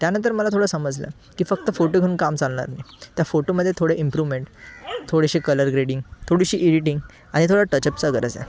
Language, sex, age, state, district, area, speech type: Marathi, male, 18-30, Maharashtra, Thane, urban, spontaneous